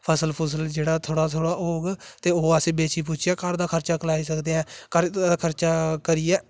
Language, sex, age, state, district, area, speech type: Dogri, male, 18-30, Jammu and Kashmir, Samba, rural, spontaneous